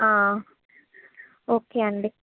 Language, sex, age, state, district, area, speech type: Telugu, female, 30-45, Andhra Pradesh, Srikakulam, urban, conversation